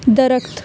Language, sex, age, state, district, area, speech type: Urdu, female, 18-30, Uttar Pradesh, Aligarh, urban, read